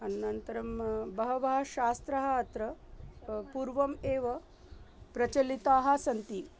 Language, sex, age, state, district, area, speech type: Sanskrit, female, 30-45, Maharashtra, Nagpur, urban, spontaneous